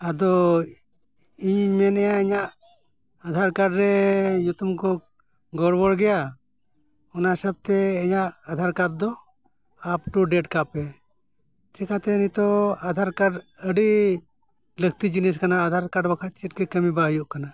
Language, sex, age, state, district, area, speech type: Santali, male, 60+, Jharkhand, Bokaro, rural, spontaneous